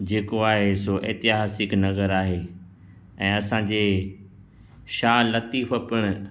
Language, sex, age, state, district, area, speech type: Sindhi, male, 45-60, Gujarat, Kutch, urban, spontaneous